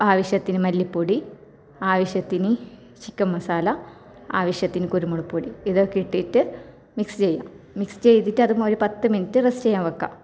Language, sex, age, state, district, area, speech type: Malayalam, female, 18-30, Kerala, Kasaragod, rural, spontaneous